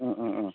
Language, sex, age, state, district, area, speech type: Manipuri, male, 30-45, Manipur, Ukhrul, rural, conversation